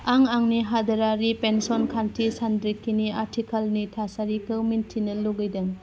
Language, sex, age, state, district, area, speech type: Bodo, female, 30-45, Assam, Udalguri, rural, read